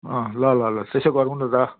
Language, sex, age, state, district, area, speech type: Nepali, male, 60+, West Bengal, Jalpaiguri, urban, conversation